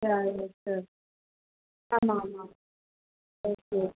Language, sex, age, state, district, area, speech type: Tamil, female, 30-45, Tamil Nadu, Kanchipuram, urban, conversation